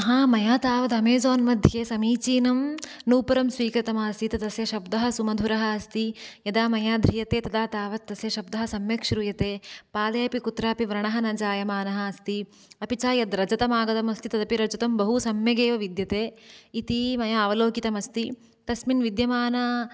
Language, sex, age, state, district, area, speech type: Sanskrit, female, 18-30, Karnataka, Dakshina Kannada, urban, spontaneous